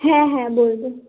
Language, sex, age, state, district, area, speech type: Bengali, female, 18-30, West Bengal, Kolkata, urban, conversation